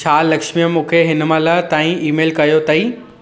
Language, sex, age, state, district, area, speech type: Sindhi, male, 18-30, Maharashtra, Mumbai Suburban, urban, read